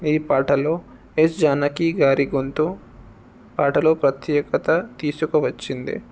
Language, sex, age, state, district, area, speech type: Telugu, male, 18-30, Telangana, Jangaon, urban, spontaneous